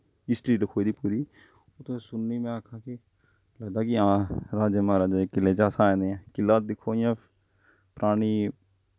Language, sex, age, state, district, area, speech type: Dogri, male, 30-45, Jammu and Kashmir, Jammu, rural, spontaneous